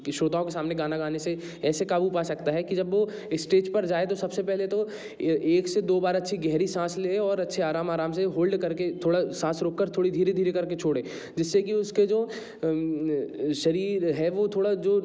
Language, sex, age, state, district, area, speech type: Hindi, male, 30-45, Madhya Pradesh, Jabalpur, urban, spontaneous